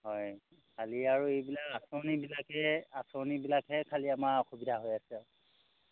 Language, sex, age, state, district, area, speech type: Assamese, male, 60+, Assam, Golaghat, urban, conversation